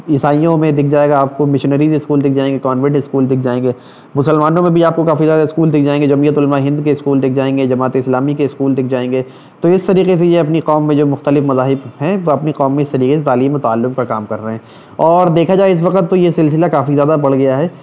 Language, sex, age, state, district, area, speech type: Urdu, male, 18-30, Uttar Pradesh, Shahjahanpur, urban, spontaneous